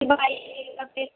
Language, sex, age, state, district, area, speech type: Urdu, female, 18-30, Uttar Pradesh, Gautam Buddha Nagar, rural, conversation